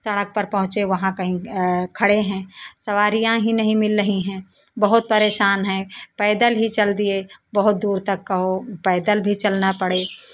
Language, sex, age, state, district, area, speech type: Hindi, female, 45-60, Uttar Pradesh, Lucknow, rural, spontaneous